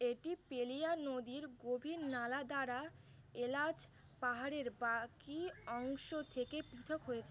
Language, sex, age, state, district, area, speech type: Bengali, female, 18-30, West Bengal, Uttar Dinajpur, urban, read